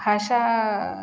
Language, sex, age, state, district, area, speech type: Sanskrit, female, 30-45, Karnataka, Shimoga, rural, spontaneous